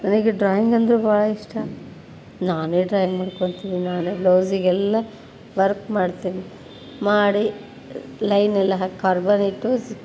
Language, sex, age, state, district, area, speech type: Kannada, female, 45-60, Karnataka, Koppal, rural, spontaneous